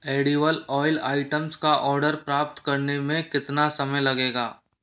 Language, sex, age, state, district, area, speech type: Hindi, male, 30-45, Rajasthan, Jaipur, urban, read